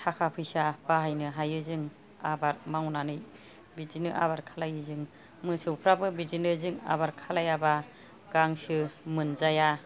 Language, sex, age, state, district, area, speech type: Bodo, female, 60+, Assam, Kokrajhar, rural, spontaneous